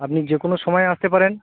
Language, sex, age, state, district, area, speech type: Bengali, male, 45-60, West Bengal, North 24 Parganas, urban, conversation